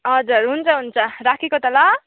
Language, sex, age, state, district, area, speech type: Nepali, female, 18-30, West Bengal, Kalimpong, rural, conversation